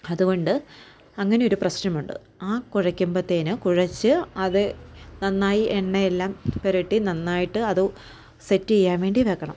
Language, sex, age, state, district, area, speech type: Malayalam, female, 30-45, Kerala, Idukki, rural, spontaneous